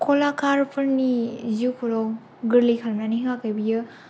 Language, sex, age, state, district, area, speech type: Bodo, female, 18-30, Assam, Kokrajhar, rural, spontaneous